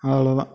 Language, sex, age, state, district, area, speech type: Tamil, male, 18-30, Tamil Nadu, Tiruvannamalai, urban, spontaneous